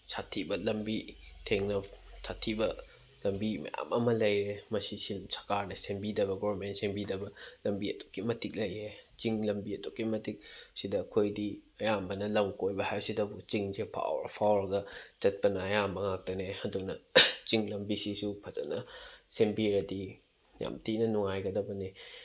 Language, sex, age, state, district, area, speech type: Manipuri, male, 18-30, Manipur, Bishnupur, rural, spontaneous